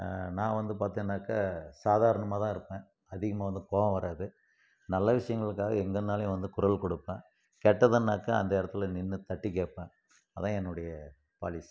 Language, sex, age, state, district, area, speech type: Tamil, male, 60+, Tamil Nadu, Krishnagiri, rural, spontaneous